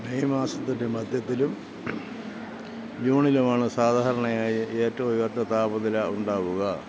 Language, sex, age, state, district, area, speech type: Malayalam, male, 60+, Kerala, Thiruvananthapuram, rural, read